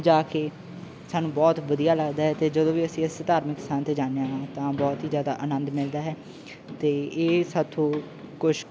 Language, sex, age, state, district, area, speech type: Punjabi, male, 18-30, Punjab, Bathinda, rural, spontaneous